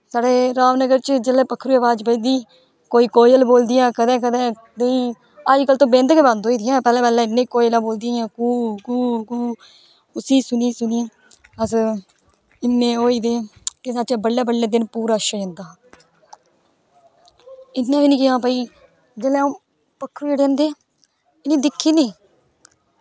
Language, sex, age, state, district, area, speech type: Dogri, female, 18-30, Jammu and Kashmir, Udhampur, rural, spontaneous